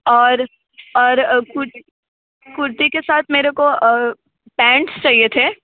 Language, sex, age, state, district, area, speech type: Hindi, female, 30-45, Uttar Pradesh, Sonbhadra, rural, conversation